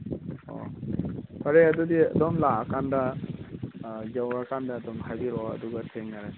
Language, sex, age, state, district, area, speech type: Manipuri, male, 45-60, Manipur, Imphal East, rural, conversation